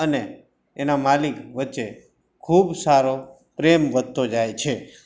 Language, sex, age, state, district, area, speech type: Gujarati, male, 45-60, Gujarat, Morbi, rural, spontaneous